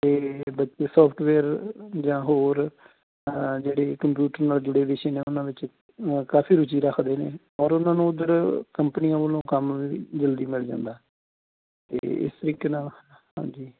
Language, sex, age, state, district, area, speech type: Punjabi, male, 30-45, Punjab, Amritsar, urban, conversation